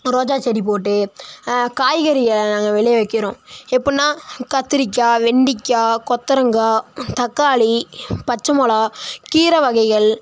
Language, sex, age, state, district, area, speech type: Tamil, male, 18-30, Tamil Nadu, Nagapattinam, rural, spontaneous